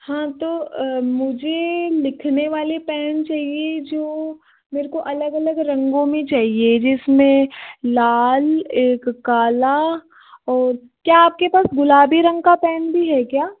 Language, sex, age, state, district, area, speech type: Hindi, female, 18-30, Rajasthan, Jaipur, urban, conversation